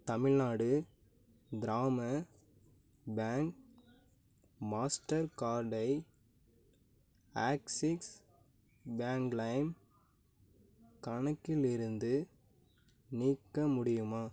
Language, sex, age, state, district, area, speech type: Tamil, male, 18-30, Tamil Nadu, Nagapattinam, rural, read